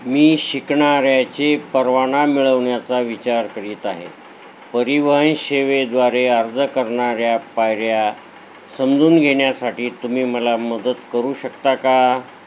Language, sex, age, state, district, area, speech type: Marathi, male, 60+, Maharashtra, Nanded, urban, read